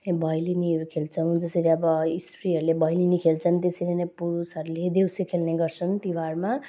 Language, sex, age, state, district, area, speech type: Nepali, female, 30-45, West Bengal, Jalpaiguri, rural, spontaneous